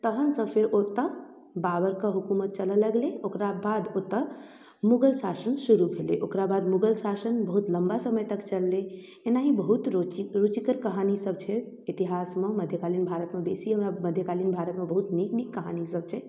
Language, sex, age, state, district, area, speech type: Maithili, female, 18-30, Bihar, Darbhanga, rural, spontaneous